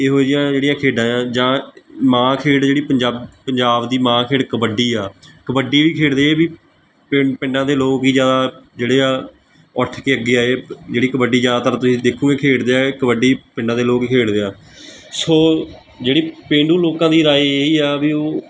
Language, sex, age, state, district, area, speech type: Punjabi, male, 18-30, Punjab, Kapurthala, rural, spontaneous